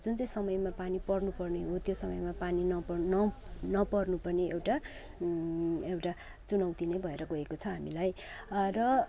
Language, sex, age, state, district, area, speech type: Nepali, other, 30-45, West Bengal, Kalimpong, rural, spontaneous